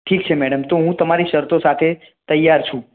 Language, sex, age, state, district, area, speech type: Gujarati, male, 18-30, Gujarat, Mehsana, rural, conversation